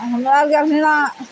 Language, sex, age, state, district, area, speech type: Maithili, female, 60+, Bihar, Araria, rural, spontaneous